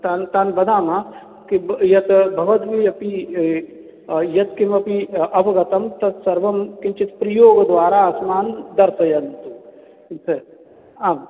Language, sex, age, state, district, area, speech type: Sanskrit, male, 45-60, Rajasthan, Bharatpur, urban, conversation